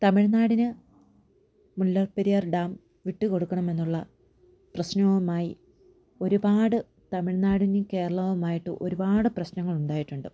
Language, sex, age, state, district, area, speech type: Malayalam, female, 30-45, Kerala, Idukki, rural, spontaneous